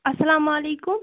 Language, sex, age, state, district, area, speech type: Kashmiri, female, 30-45, Jammu and Kashmir, Bandipora, rural, conversation